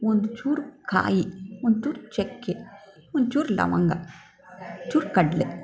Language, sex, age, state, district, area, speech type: Kannada, female, 60+, Karnataka, Mysore, urban, spontaneous